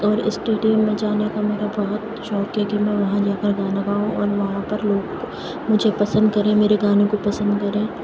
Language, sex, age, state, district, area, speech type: Urdu, female, 30-45, Uttar Pradesh, Aligarh, rural, spontaneous